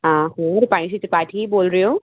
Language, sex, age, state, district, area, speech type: Hindi, female, 18-30, Madhya Pradesh, Jabalpur, urban, conversation